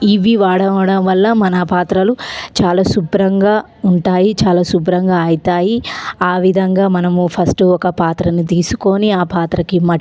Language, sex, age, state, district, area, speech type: Telugu, female, 18-30, Telangana, Nalgonda, urban, spontaneous